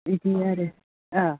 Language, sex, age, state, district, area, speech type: Bodo, female, 45-60, Assam, Baksa, rural, conversation